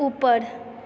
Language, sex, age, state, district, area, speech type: Maithili, female, 18-30, Bihar, Supaul, rural, read